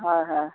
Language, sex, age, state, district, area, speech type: Assamese, female, 60+, Assam, Dhemaji, rural, conversation